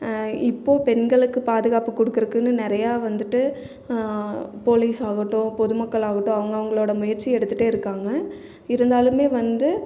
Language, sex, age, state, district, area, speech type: Tamil, female, 30-45, Tamil Nadu, Erode, rural, spontaneous